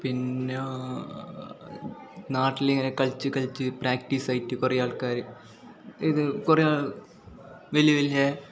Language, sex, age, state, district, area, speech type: Malayalam, male, 18-30, Kerala, Kasaragod, rural, spontaneous